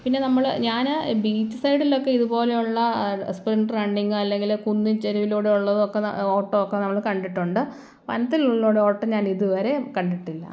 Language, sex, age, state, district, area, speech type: Malayalam, female, 18-30, Kerala, Kottayam, rural, spontaneous